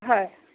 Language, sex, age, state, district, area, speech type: Assamese, female, 45-60, Assam, Sonitpur, urban, conversation